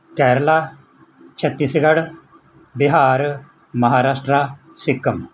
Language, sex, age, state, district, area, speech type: Punjabi, male, 45-60, Punjab, Mansa, rural, spontaneous